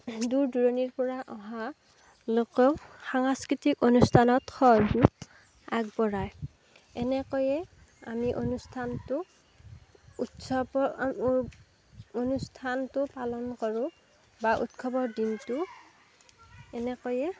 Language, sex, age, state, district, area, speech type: Assamese, female, 45-60, Assam, Darrang, rural, spontaneous